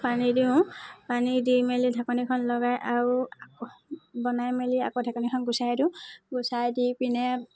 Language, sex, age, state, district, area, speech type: Assamese, female, 18-30, Assam, Tinsukia, rural, spontaneous